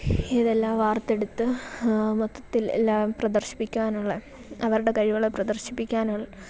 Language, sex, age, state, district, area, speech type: Malayalam, female, 18-30, Kerala, Kollam, rural, spontaneous